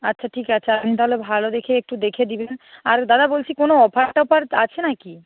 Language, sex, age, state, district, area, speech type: Bengali, female, 45-60, West Bengal, Nadia, rural, conversation